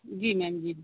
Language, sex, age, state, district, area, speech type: Hindi, female, 30-45, Uttar Pradesh, Azamgarh, rural, conversation